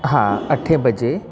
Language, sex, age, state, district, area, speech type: Sindhi, female, 60+, Delhi, South Delhi, urban, spontaneous